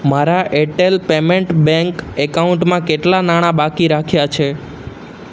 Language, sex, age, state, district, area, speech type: Gujarati, male, 18-30, Gujarat, Ahmedabad, urban, read